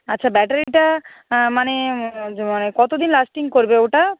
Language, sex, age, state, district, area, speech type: Bengali, female, 45-60, West Bengal, Nadia, rural, conversation